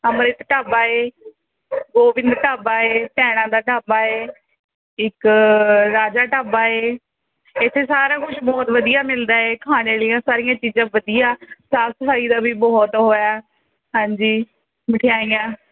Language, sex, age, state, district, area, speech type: Punjabi, female, 18-30, Punjab, Mohali, urban, conversation